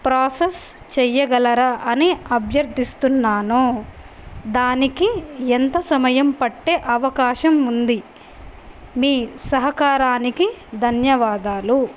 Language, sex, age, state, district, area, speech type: Telugu, female, 30-45, Andhra Pradesh, Annamaya, urban, spontaneous